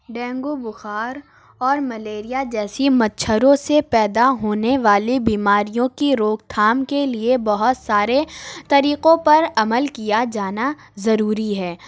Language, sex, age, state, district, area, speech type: Urdu, female, 30-45, Uttar Pradesh, Lucknow, urban, spontaneous